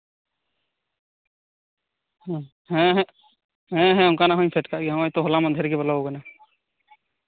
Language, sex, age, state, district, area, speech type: Santali, male, 18-30, West Bengal, Birbhum, rural, conversation